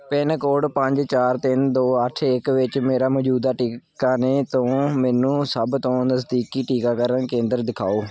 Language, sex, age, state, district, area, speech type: Punjabi, male, 18-30, Punjab, Gurdaspur, urban, read